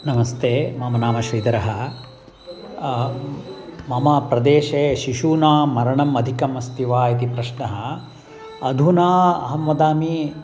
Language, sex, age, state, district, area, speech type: Sanskrit, male, 60+, Karnataka, Mysore, urban, spontaneous